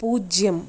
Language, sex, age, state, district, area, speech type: Malayalam, female, 30-45, Kerala, Kannur, rural, read